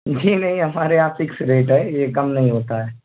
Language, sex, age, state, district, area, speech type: Urdu, male, 18-30, Uttar Pradesh, Balrampur, rural, conversation